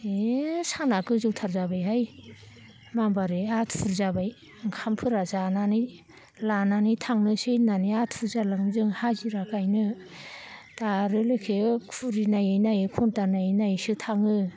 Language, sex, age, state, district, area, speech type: Bodo, female, 60+, Assam, Baksa, urban, spontaneous